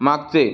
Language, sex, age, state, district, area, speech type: Marathi, male, 18-30, Maharashtra, Sindhudurg, rural, read